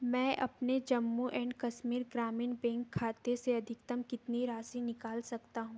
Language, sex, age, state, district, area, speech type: Hindi, female, 18-30, Madhya Pradesh, Betul, urban, read